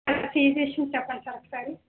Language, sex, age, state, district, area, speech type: Telugu, female, 30-45, Andhra Pradesh, Visakhapatnam, urban, conversation